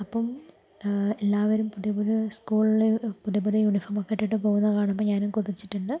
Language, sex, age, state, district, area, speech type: Malayalam, female, 30-45, Kerala, Palakkad, rural, spontaneous